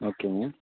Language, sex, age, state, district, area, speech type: Tamil, male, 30-45, Tamil Nadu, Nagapattinam, rural, conversation